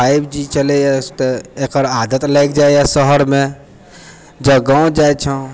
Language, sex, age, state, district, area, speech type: Maithili, male, 30-45, Bihar, Purnia, rural, spontaneous